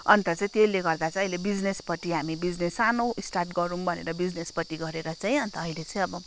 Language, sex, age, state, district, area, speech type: Nepali, female, 45-60, West Bengal, Kalimpong, rural, spontaneous